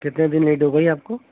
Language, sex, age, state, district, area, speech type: Urdu, male, 30-45, Delhi, North East Delhi, urban, conversation